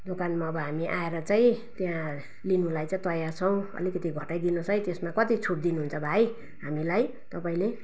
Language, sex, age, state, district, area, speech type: Nepali, female, 45-60, West Bengal, Jalpaiguri, urban, spontaneous